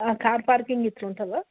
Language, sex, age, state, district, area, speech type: Telugu, female, 60+, Telangana, Hyderabad, urban, conversation